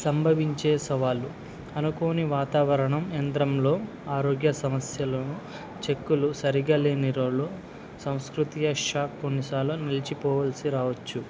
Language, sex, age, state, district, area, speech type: Telugu, male, 18-30, Andhra Pradesh, Nandyal, urban, spontaneous